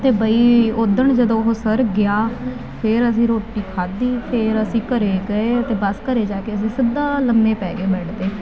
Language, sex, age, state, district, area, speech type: Punjabi, female, 18-30, Punjab, Faridkot, urban, spontaneous